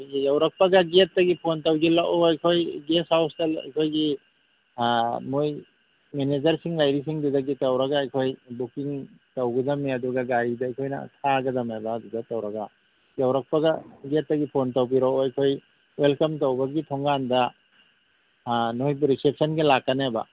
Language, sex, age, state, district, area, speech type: Manipuri, male, 45-60, Manipur, Imphal East, rural, conversation